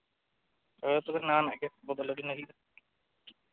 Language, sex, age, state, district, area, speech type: Santali, male, 18-30, Jharkhand, East Singhbhum, rural, conversation